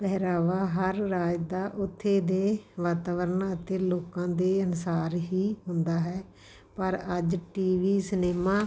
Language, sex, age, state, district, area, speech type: Punjabi, female, 45-60, Punjab, Patiala, rural, spontaneous